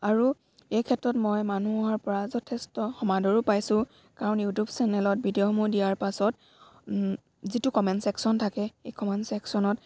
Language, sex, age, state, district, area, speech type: Assamese, female, 18-30, Assam, Dibrugarh, rural, spontaneous